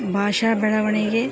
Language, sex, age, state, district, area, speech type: Kannada, female, 45-60, Karnataka, Koppal, urban, spontaneous